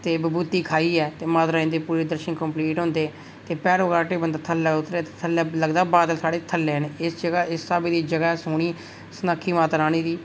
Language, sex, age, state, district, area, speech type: Dogri, male, 18-30, Jammu and Kashmir, Reasi, rural, spontaneous